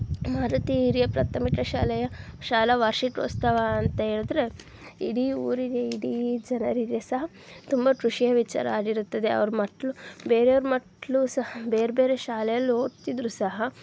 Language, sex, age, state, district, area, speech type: Kannada, female, 18-30, Karnataka, Chitradurga, rural, spontaneous